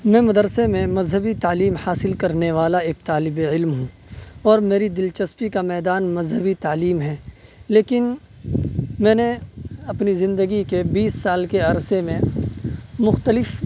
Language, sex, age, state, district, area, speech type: Urdu, male, 18-30, Uttar Pradesh, Saharanpur, urban, spontaneous